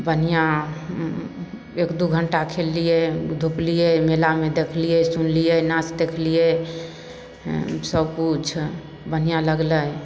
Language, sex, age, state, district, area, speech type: Maithili, female, 30-45, Bihar, Samastipur, rural, spontaneous